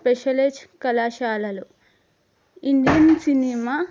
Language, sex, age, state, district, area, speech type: Telugu, female, 18-30, Telangana, Adilabad, urban, spontaneous